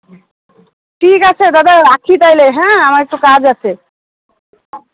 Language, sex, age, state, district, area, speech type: Bengali, female, 30-45, West Bengal, Alipurduar, rural, conversation